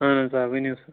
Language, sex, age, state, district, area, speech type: Kashmiri, male, 18-30, Jammu and Kashmir, Kupwara, rural, conversation